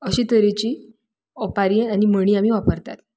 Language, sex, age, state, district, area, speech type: Goan Konkani, female, 30-45, Goa, Tiswadi, rural, spontaneous